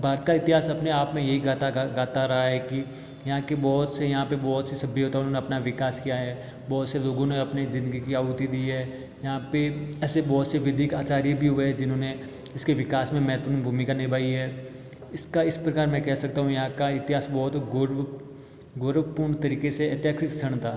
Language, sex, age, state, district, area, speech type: Hindi, male, 18-30, Rajasthan, Jodhpur, urban, spontaneous